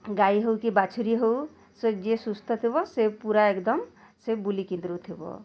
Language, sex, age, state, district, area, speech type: Odia, female, 30-45, Odisha, Bargarh, urban, spontaneous